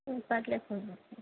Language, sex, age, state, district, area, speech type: Telugu, female, 60+, Andhra Pradesh, Kakinada, rural, conversation